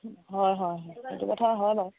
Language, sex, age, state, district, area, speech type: Assamese, female, 30-45, Assam, Sivasagar, rural, conversation